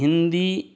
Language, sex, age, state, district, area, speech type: Sanskrit, male, 18-30, Bihar, Gaya, urban, spontaneous